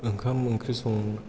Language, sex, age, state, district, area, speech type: Bodo, male, 18-30, Assam, Chirang, rural, spontaneous